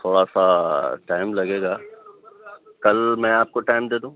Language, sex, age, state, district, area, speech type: Urdu, male, 30-45, Telangana, Hyderabad, urban, conversation